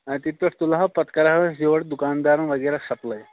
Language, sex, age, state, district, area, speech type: Kashmiri, male, 45-60, Jammu and Kashmir, Shopian, urban, conversation